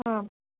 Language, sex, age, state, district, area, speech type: Malayalam, female, 30-45, Kerala, Idukki, rural, conversation